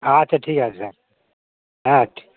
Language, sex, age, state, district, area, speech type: Bengali, male, 45-60, West Bengal, Hooghly, rural, conversation